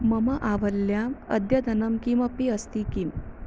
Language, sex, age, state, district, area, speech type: Sanskrit, female, 30-45, Maharashtra, Nagpur, urban, read